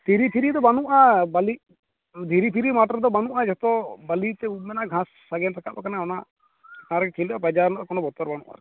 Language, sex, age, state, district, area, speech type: Santali, male, 30-45, West Bengal, Jhargram, rural, conversation